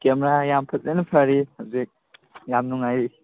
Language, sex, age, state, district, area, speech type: Manipuri, male, 18-30, Manipur, Kangpokpi, urban, conversation